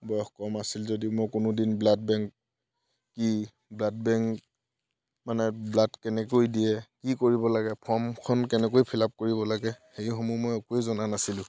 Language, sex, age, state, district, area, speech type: Assamese, male, 18-30, Assam, Dhemaji, rural, spontaneous